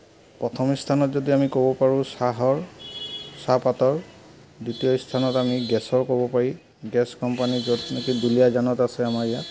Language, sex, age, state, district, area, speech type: Assamese, male, 30-45, Assam, Charaideo, urban, spontaneous